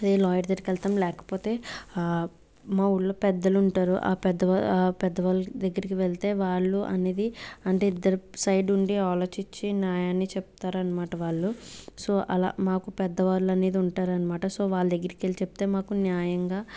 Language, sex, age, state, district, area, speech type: Telugu, female, 45-60, Andhra Pradesh, Kakinada, rural, spontaneous